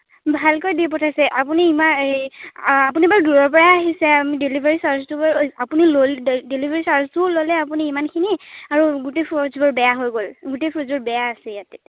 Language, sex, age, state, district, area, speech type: Assamese, female, 18-30, Assam, Kamrup Metropolitan, rural, conversation